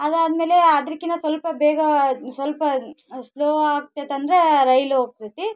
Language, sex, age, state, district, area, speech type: Kannada, female, 18-30, Karnataka, Vijayanagara, rural, spontaneous